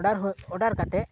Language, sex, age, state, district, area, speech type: Santali, male, 18-30, West Bengal, Purba Bardhaman, rural, spontaneous